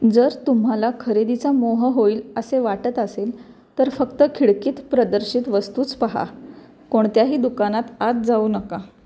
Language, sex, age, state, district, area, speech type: Marathi, female, 18-30, Maharashtra, Pune, urban, read